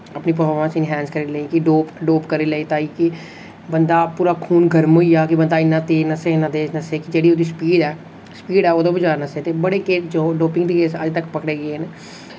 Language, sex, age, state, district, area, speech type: Dogri, male, 18-30, Jammu and Kashmir, Reasi, rural, spontaneous